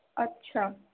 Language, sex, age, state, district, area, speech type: Urdu, female, 18-30, Delhi, East Delhi, urban, conversation